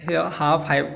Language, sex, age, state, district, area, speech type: Marathi, male, 45-60, Maharashtra, Yavatmal, rural, spontaneous